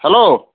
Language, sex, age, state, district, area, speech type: Assamese, male, 30-45, Assam, Sivasagar, rural, conversation